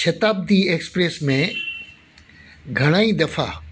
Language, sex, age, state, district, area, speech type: Sindhi, male, 60+, Delhi, South Delhi, urban, spontaneous